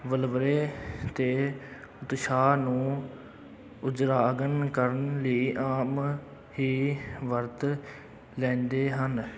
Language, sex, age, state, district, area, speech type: Punjabi, male, 18-30, Punjab, Amritsar, rural, spontaneous